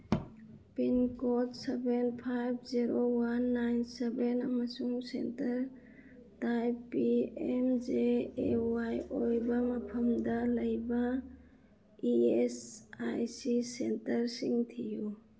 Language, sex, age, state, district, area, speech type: Manipuri, female, 45-60, Manipur, Churachandpur, urban, read